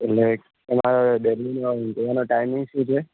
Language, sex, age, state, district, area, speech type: Gujarati, male, 18-30, Gujarat, Ahmedabad, urban, conversation